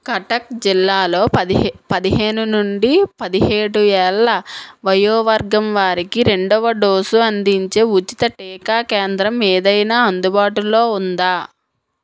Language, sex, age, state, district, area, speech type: Telugu, female, 18-30, Telangana, Mancherial, rural, read